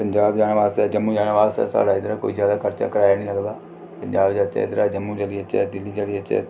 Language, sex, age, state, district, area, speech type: Dogri, male, 45-60, Jammu and Kashmir, Reasi, rural, spontaneous